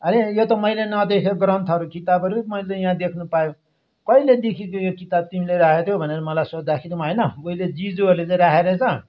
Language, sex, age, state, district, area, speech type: Nepali, male, 60+, West Bengal, Darjeeling, rural, spontaneous